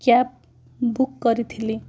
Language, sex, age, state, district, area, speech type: Odia, female, 18-30, Odisha, Kandhamal, rural, spontaneous